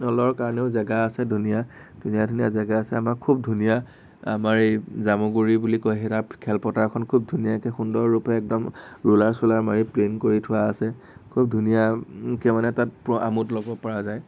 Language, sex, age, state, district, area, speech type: Assamese, male, 18-30, Assam, Nagaon, rural, spontaneous